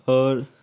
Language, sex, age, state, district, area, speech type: Maithili, male, 18-30, Bihar, Darbhanga, rural, spontaneous